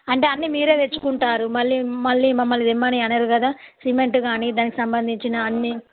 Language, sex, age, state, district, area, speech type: Telugu, female, 30-45, Telangana, Karimnagar, rural, conversation